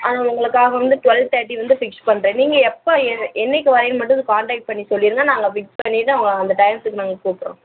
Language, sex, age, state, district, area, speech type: Tamil, female, 18-30, Tamil Nadu, Madurai, urban, conversation